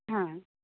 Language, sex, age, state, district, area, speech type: Bengali, female, 45-60, West Bengal, Paschim Medinipur, rural, conversation